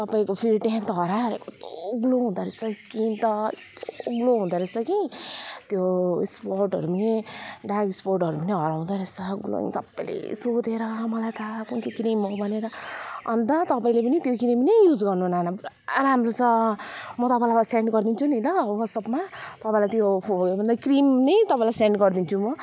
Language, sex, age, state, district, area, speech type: Nepali, female, 30-45, West Bengal, Alipurduar, urban, spontaneous